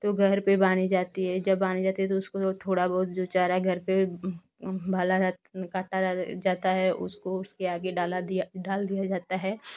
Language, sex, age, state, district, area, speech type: Hindi, female, 18-30, Uttar Pradesh, Ghazipur, urban, spontaneous